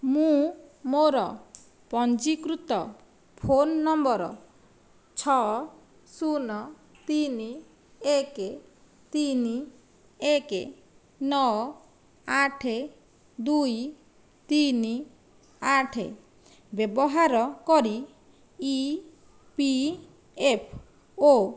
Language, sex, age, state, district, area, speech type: Odia, female, 45-60, Odisha, Nayagarh, rural, read